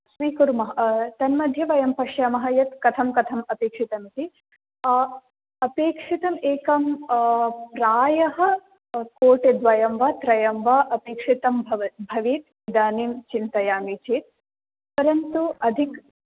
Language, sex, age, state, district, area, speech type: Sanskrit, female, 18-30, Karnataka, Dakshina Kannada, urban, conversation